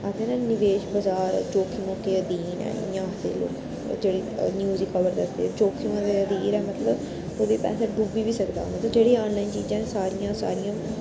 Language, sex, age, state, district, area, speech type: Dogri, female, 30-45, Jammu and Kashmir, Reasi, urban, spontaneous